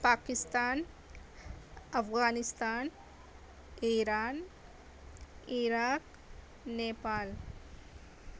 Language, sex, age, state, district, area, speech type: Urdu, female, 30-45, Delhi, South Delhi, urban, spontaneous